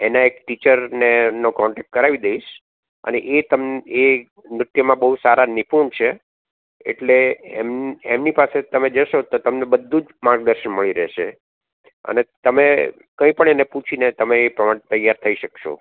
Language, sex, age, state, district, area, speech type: Gujarati, male, 60+, Gujarat, Anand, urban, conversation